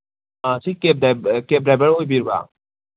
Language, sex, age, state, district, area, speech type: Manipuri, male, 45-60, Manipur, Imphal East, rural, conversation